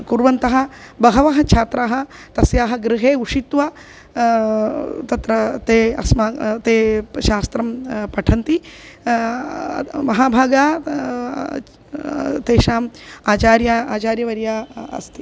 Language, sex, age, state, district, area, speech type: Sanskrit, female, 45-60, Kerala, Kozhikode, urban, spontaneous